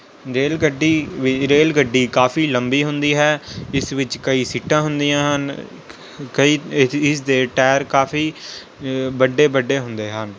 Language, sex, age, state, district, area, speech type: Punjabi, male, 18-30, Punjab, Rupnagar, urban, spontaneous